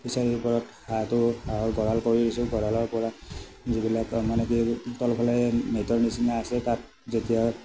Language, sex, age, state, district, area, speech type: Assamese, male, 45-60, Assam, Morigaon, rural, spontaneous